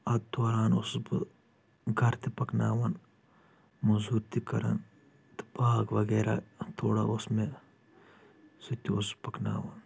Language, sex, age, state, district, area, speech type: Kashmiri, male, 30-45, Jammu and Kashmir, Anantnag, rural, spontaneous